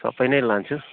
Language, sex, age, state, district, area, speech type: Nepali, male, 45-60, West Bengal, Darjeeling, rural, conversation